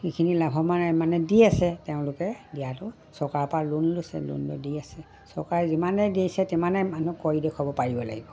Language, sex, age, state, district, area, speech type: Assamese, female, 60+, Assam, Dibrugarh, rural, spontaneous